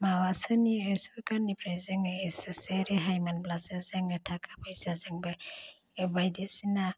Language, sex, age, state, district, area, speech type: Bodo, female, 45-60, Assam, Chirang, rural, spontaneous